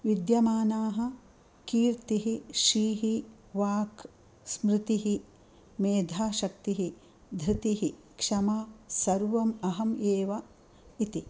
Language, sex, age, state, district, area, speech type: Sanskrit, female, 60+, Karnataka, Dakshina Kannada, urban, spontaneous